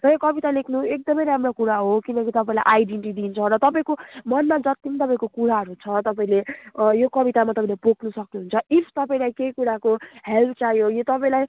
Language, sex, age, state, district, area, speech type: Nepali, female, 18-30, West Bengal, Kalimpong, rural, conversation